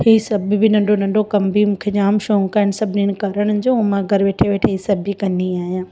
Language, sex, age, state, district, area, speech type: Sindhi, female, 30-45, Gujarat, Surat, urban, spontaneous